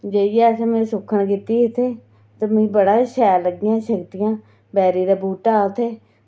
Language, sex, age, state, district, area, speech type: Dogri, female, 30-45, Jammu and Kashmir, Reasi, rural, spontaneous